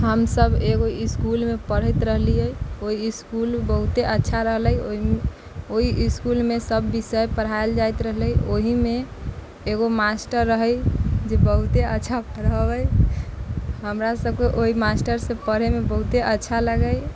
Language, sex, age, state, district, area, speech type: Maithili, female, 30-45, Bihar, Sitamarhi, rural, spontaneous